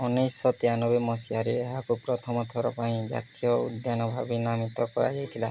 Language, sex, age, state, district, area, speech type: Odia, male, 18-30, Odisha, Bargarh, urban, read